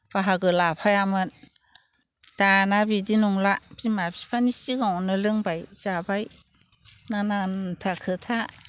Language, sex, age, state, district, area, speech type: Bodo, female, 60+, Assam, Chirang, rural, spontaneous